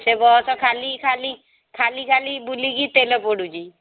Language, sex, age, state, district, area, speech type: Odia, female, 45-60, Odisha, Angul, rural, conversation